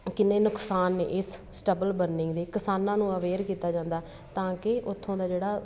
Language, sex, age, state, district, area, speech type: Punjabi, female, 30-45, Punjab, Patiala, urban, spontaneous